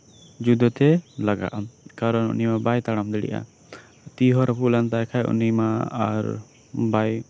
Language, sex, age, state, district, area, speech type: Santali, male, 18-30, West Bengal, Birbhum, rural, spontaneous